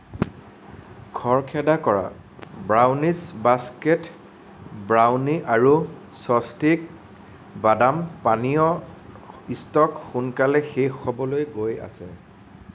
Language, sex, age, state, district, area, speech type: Assamese, male, 18-30, Assam, Nagaon, rural, read